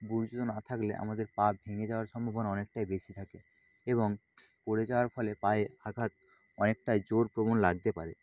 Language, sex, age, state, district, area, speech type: Bengali, male, 30-45, West Bengal, Nadia, rural, spontaneous